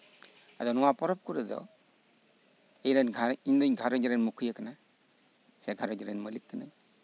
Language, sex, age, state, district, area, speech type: Santali, male, 45-60, West Bengal, Birbhum, rural, spontaneous